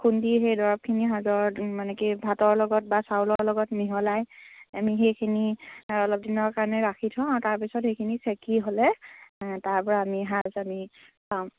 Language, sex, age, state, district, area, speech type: Assamese, female, 18-30, Assam, Sivasagar, rural, conversation